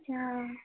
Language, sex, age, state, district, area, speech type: Assamese, female, 18-30, Assam, Tinsukia, urban, conversation